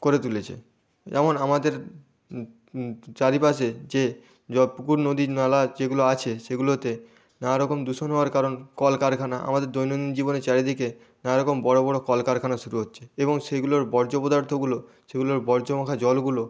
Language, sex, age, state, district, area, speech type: Bengali, male, 18-30, West Bengal, Nadia, rural, spontaneous